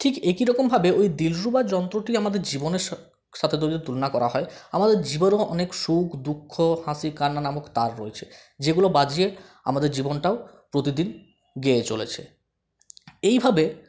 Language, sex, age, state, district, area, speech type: Bengali, male, 18-30, West Bengal, Purulia, rural, spontaneous